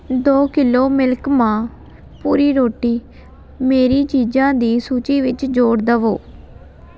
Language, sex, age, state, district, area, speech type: Punjabi, female, 18-30, Punjab, Fatehgarh Sahib, rural, read